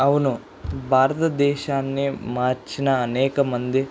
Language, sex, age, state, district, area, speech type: Telugu, male, 18-30, Andhra Pradesh, Kurnool, urban, spontaneous